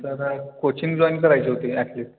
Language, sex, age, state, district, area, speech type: Marathi, male, 18-30, Maharashtra, Kolhapur, urban, conversation